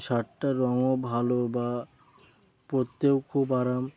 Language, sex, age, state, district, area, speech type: Bengali, male, 18-30, West Bengal, North 24 Parganas, rural, spontaneous